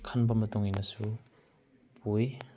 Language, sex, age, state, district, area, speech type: Manipuri, male, 30-45, Manipur, Chandel, rural, spontaneous